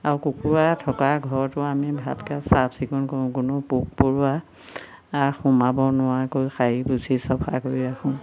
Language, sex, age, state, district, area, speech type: Assamese, female, 60+, Assam, Golaghat, urban, spontaneous